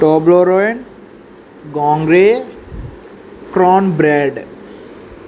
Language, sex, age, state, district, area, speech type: Telugu, male, 18-30, Andhra Pradesh, Sri Satya Sai, urban, spontaneous